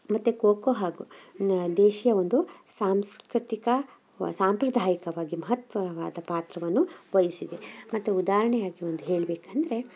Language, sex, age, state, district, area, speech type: Kannada, male, 18-30, Karnataka, Shimoga, rural, spontaneous